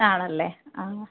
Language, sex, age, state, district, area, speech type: Malayalam, female, 30-45, Kerala, Ernakulam, rural, conversation